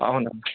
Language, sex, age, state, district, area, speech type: Telugu, male, 18-30, Andhra Pradesh, Annamaya, rural, conversation